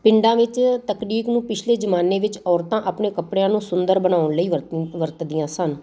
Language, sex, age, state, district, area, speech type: Punjabi, female, 45-60, Punjab, Ludhiana, urban, spontaneous